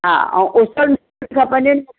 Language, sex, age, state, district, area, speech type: Sindhi, female, 60+, Maharashtra, Mumbai Suburban, urban, conversation